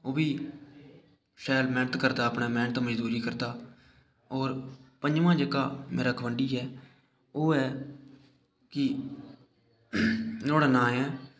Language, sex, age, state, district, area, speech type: Dogri, male, 18-30, Jammu and Kashmir, Udhampur, rural, spontaneous